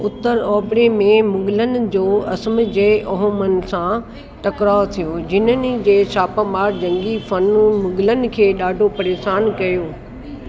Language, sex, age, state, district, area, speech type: Sindhi, female, 60+, Delhi, South Delhi, urban, read